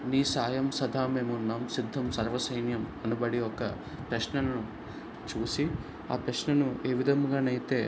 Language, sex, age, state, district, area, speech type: Telugu, male, 18-30, Andhra Pradesh, Visakhapatnam, urban, spontaneous